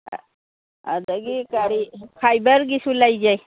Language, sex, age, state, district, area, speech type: Manipuri, female, 60+, Manipur, Churachandpur, urban, conversation